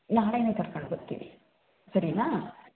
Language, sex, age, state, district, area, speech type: Kannada, female, 60+, Karnataka, Mysore, urban, conversation